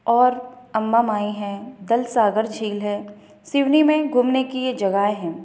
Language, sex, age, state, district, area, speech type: Hindi, female, 30-45, Madhya Pradesh, Balaghat, rural, spontaneous